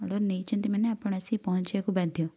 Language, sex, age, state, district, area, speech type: Odia, female, 18-30, Odisha, Kendujhar, urban, spontaneous